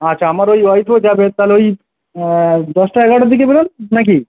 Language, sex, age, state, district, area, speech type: Bengali, male, 45-60, West Bengal, North 24 Parganas, urban, conversation